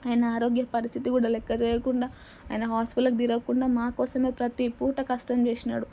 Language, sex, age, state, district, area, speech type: Telugu, female, 18-30, Telangana, Nalgonda, urban, spontaneous